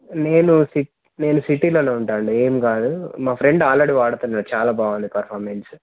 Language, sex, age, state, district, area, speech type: Telugu, male, 18-30, Telangana, Hanamkonda, urban, conversation